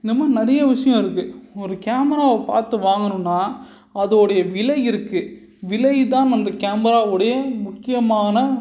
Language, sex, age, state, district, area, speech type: Tamil, male, 18-30, Tamil Nadu, Salem, urban, spontaneous